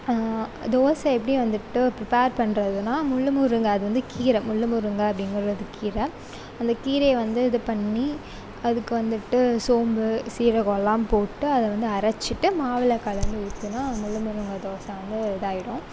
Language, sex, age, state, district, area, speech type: Tamil, female, 18-30, Tamil Nadu, Sivaganga, rural, spontaneous